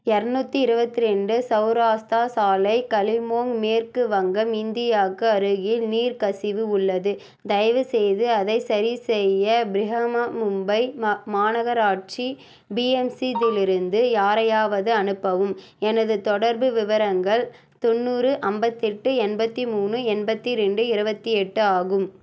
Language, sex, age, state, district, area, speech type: Tamil, female, 18-30, Tamil Nadu, Vellore, urban, read